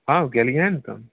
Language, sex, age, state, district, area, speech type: Maithili, male, 18-30, Bihar, Begusarai, rural, conversation